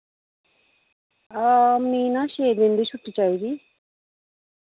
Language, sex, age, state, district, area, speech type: Dogri, female, 30-45, Jammu and Kashmir, Reasi, urban, conversation